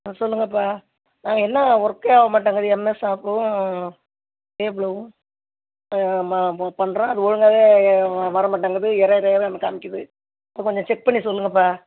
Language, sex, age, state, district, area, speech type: Tamil, female, 60+, Tamil Nadu, Ariyalur, rural, conversation